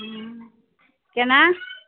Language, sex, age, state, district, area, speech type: Maithili, female, 60+, Bihar, Muzaffarpur, urban, conversation